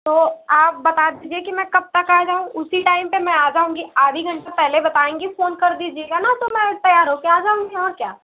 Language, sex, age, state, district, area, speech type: Hindi, female, 18-30, Uttar Pradesh, Mau, rural, conversation